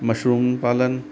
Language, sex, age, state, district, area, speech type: Hindi, male, 18-30, Rajasthan, Jaipur, urban, spontaneous